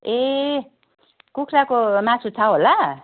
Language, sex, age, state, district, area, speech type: Nepali, female, 60+, West Bengal, Kalimpong, rural, conversation